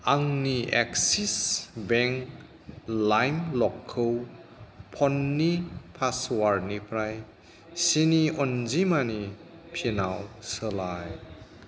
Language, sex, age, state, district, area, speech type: Bodo, male, 45-60, Assam, Kokrajhar, urban, read